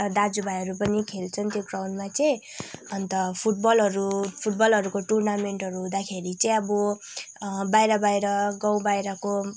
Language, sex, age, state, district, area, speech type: Nepali, female, 18-30, West Bengal, Kalimpong, rural, spontaneous